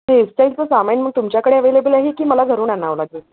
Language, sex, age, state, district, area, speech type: Marathi, female, 30-45, Maharashtra, Wardha, urban, conversation